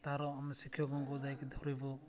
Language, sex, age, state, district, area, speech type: Odia, male, 18-30, Odisha, Nabarangpur, urban, spontaneous